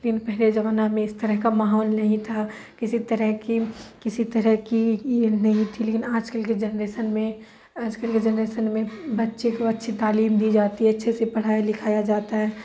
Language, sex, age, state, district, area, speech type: Urdu, female, 30-45, Bihar, Darbhanga, rural, spontaneous